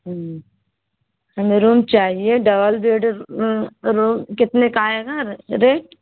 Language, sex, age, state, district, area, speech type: Urdu, female, 30-45, Bihar, Gaya, urban, conversation